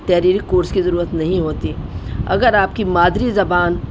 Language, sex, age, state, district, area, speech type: Urdu, female, 60+, Delhi, North East Delhi, urban, spontaneous